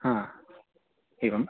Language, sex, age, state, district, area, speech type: Sanskrit, male, 18-30, Karnataka, Chikkamagaluru, rural, conversation